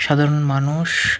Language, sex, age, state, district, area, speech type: Bengali, male, 30-45, West Bengal, Hooghly, urban, spontaneous